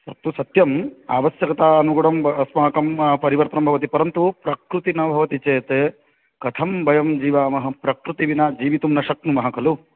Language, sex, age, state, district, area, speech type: Sanskrit, male, 18-30, Odisha, Jagatsinghpur, urban, conversation